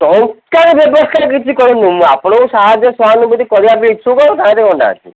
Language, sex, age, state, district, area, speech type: Odia, male, 45-60, Odisha, Ganjam, urban, conversation